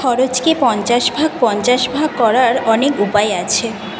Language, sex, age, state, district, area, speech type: Bengali, female, 18-30, West Bengal, Kolkata, urban, read